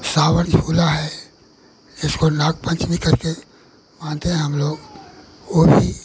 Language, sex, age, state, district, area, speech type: Hindi, male, 60+, Uttar Pradesh, Pratapgarh, rural, spontaneous